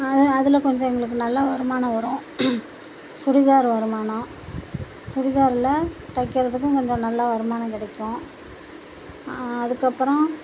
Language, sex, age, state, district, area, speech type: Tamil, female, 60+, Tamil Nadu, Tiruchirappalli, rural, spontaneous